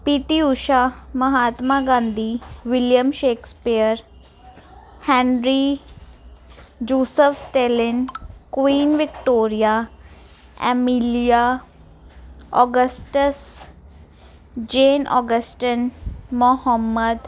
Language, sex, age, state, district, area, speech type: Punjabi, female, 30-45, Punjab, Ludhiana, urban, spontaneous